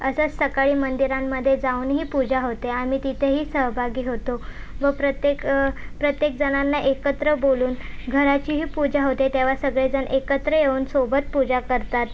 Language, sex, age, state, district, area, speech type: Marathi, female, 18-30, Maharashtra, Thane, urban, spontaneous